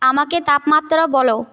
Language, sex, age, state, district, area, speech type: Bengali, female, 18-30, West Bengal, Paschim Bardhaman, rural, read